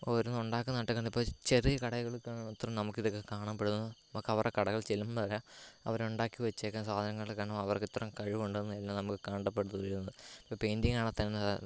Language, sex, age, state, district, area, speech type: Malayalam, male, 18-30, Kerala, Kottayam, rural, spontaneous